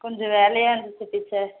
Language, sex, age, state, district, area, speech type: Tamil, female, 18-30, Tamil Nadu, Thanjavur, urban, conversation